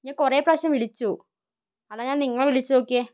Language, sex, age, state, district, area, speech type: Malayalam, female, 30-45, Kerala, Kozhikode, urban, spontaneous